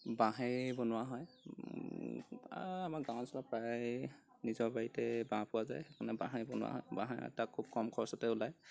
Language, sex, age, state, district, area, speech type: Assamese, male, 18-30, Assam, Golaghat, rural, spontaneous